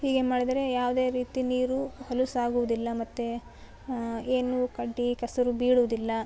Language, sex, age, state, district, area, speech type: Kannada, female, 18-30, Karnataka, Koppal, urban, spontaneous